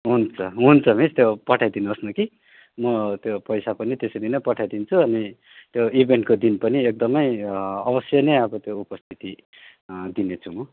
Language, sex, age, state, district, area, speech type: Nepali, male, 30-45, West Bengal, Darjeeling, rural, conversation